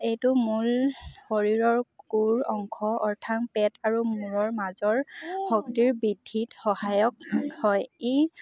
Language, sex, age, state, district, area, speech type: Assamese, female, 18-30, Assam, Lakhimpur, urban, spontaneous